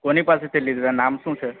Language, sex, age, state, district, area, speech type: Gujarati, male, 18-30, Gujarat, Valsad, rural, conversation